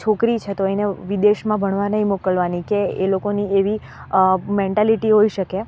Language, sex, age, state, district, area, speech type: Gujarati, female, 18-30, Gujarat, Narmada, urban, spontaneous